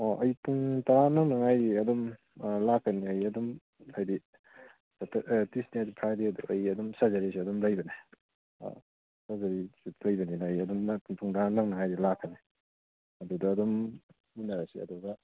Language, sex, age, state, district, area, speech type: Manipuri, male, 30-45, Manipur, Kakching, rural, conversation